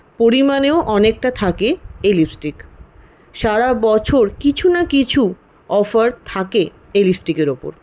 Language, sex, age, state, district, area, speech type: Bengali, female, 18-30, West Bengal, Paschim Bardhaman, rural, spontaneous